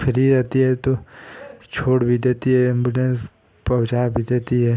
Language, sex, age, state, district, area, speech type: Hindi, male, 18-30, Uttar Pradesh, Ghazipur, rural, spontaneous